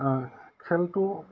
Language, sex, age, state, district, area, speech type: Assamese, male, 45-60, Assam, Udalguri, rural, spontaneous